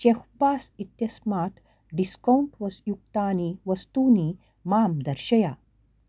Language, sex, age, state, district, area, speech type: Sanskrit, female, 45-60, Karnataka, Mysore, urban, read